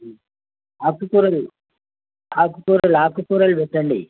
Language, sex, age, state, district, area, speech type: Telugu, male, 45-60, Telangana, Bhadradri Kothagudem, urban, conversation